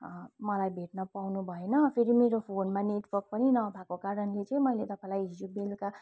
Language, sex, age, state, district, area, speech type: Nepali, female, 30-45, West Bengal, Kalimpong, rural, spontaneous